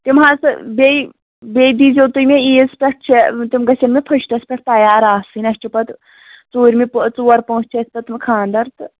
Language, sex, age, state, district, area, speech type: Kashmiri, female, 45-60, Jammu and Kashmir, Anantnag, rural, conversation